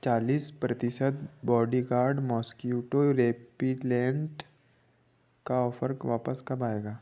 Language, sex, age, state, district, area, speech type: Hindi, male, 18-30, Madhya Pradesh, Betul, rural, read